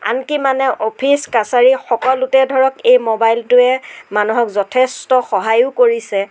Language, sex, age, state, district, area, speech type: Assamese, female, 60+, Assam, Darrang, rural, spontaneous